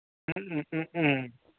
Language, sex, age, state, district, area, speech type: Manipuri, male, 30-45, Manipur, Kangpokpi, urban, conversation